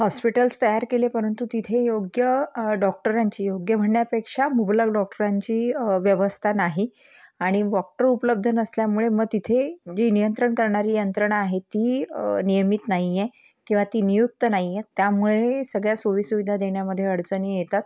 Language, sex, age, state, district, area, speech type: Marathi, female, 30-45, Maharashtra, Amravati, urban, spontaneous